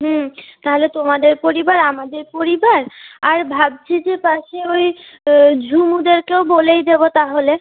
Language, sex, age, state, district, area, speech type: Bengali, female, 30-45, West Bengal, Purulia, rural, conversation